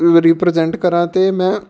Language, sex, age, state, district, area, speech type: Punjabi, male, 18-30, Punjab, Patiala, urban, spontaneous